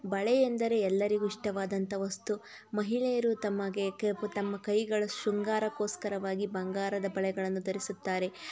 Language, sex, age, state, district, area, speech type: Kannada, female, 45-60, Karnataka, Tumkur, rural, spontaneous